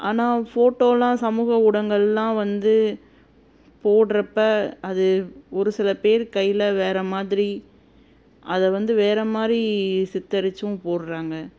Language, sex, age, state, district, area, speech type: Tamil, female, 30-45, Tamil Nadu, Madurai, urban, spontaneous